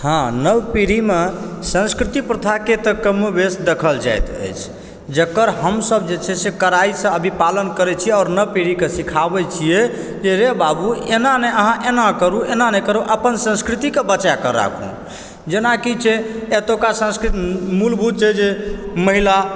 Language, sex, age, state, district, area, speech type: Maithili, male, 30-45, Bihar, Supaul, urban, spontaneous